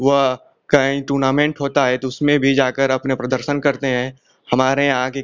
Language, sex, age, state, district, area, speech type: Hindi, male, 18-30, Uttar Pradesh, Ghazipur, rural, spontaneous